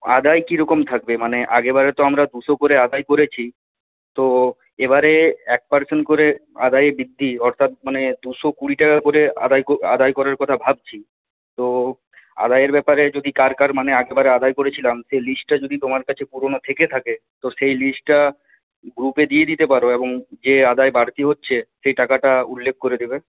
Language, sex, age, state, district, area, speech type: Bengali, male, 45-60, West Bengal, Purulia, urban, conversation